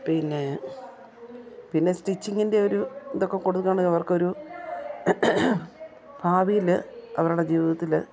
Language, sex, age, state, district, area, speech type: Malayalam, female, 60+, Kerala, Idukki, rural, spontaneous